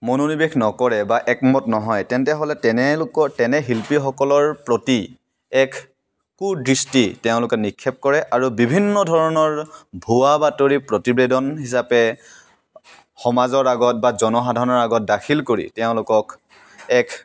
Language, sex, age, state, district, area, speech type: Assamese, male, 18-30, Assam, Dibrugarh, rural, spontaneous